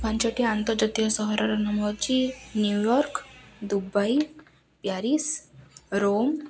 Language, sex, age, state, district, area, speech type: Odia, female, 18-30, Odisha, Ganjam, urban, spontaneous